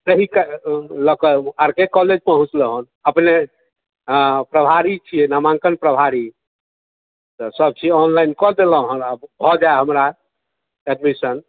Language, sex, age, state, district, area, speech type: Maithili, male, 45-60, Bihar, Madhubani, rural, conversation